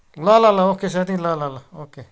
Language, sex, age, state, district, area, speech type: Nepali, male, 60+, West Bengal, Kalimpong, rural, spontaneous